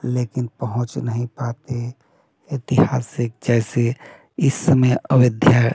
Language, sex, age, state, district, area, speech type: Hindi, male, 45-60, Uttar Pradesh, Prayagraj, urban, spontaneous